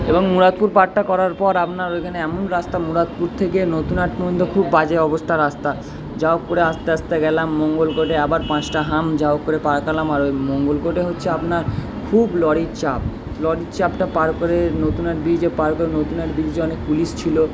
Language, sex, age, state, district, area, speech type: Bengali, male, 30-45, West Bengal, Purba Bardhaman, urban, spontaneous